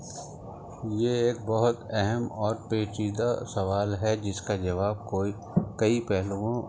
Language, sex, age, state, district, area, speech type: Urdu, male, 45-60, Uttar Pradesh, Rampur, urban, spontaneous